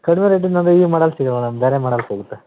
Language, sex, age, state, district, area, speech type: Kannada, male, 30-45, Karnataka, Vijayanagara, rural, conversation